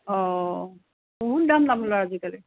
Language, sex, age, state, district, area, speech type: Assamese, female, 30-45, Assam, Morigaon, rural, conversation